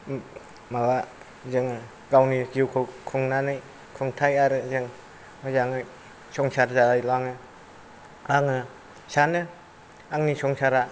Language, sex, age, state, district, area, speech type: Bodo, male, 45-60, Assam, Kokrajhar, rural, spontaneous